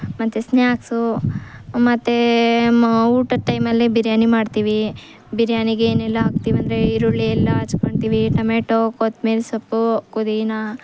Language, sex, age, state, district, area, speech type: Kannada, female, 18-30, Karnataka, Kolar, rural, spontaneous